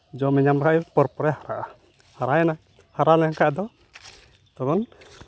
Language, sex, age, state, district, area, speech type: Santali, male, 45-60, West Bengal, Uttar Dinajpur, rural, spontaneous